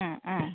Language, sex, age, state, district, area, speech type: Malayalam, female, 30-45, Kerala, Kasaragod, rural, conversation